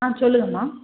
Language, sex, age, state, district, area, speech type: Tamil, female, 30-45, Tamil Nadu, Salem, urban, conversation